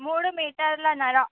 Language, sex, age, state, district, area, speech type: Telugu, female, 45-60, Andhra Pradesh, Visakhapatnam, urban, conversation